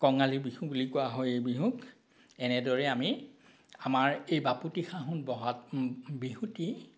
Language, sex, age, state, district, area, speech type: Assamese, male, 45-60, Assam, Biswanath, rural, spontaneous